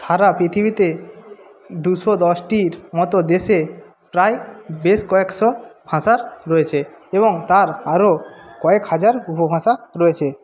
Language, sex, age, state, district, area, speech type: Bengali, male, 45-60, West Bengal, Jhargram, rural, spontaneous